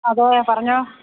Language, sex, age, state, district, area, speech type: Malayalam, female, 45-60, Kerala, Idukki, rural, conversation